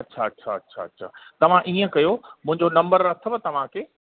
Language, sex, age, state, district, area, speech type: Sindhi, male, 30-45, Delhi, South Delhi, urban, conversation